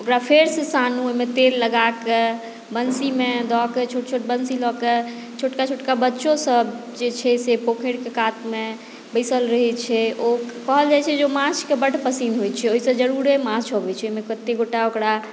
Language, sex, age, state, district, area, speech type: Maithili, female, 30-45, Bihar, Madhubani, rural, spontaneous